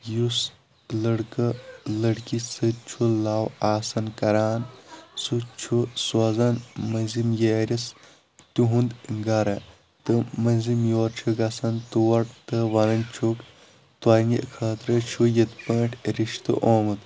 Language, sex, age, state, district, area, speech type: Kashmiri, male, 18-30, Jammu and Kashmir, Shopian, rural, spontaneous